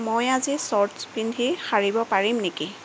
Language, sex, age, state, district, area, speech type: Assamese, female, 30-45, Assam, Nagaon, rural, read